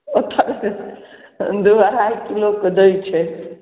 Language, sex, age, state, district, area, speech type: Maithili, female, 60+, Bihar, Samastipur, rural, conversation